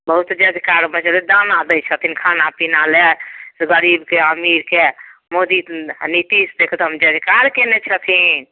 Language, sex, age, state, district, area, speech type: Maithili, female, 45-60, Bihar, Samastipur, rural, conversation